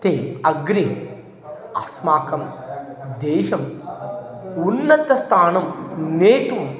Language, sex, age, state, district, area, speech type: Sanskrit, male, 30-45, Telangana, Ranga Reddy, urban, spontaneous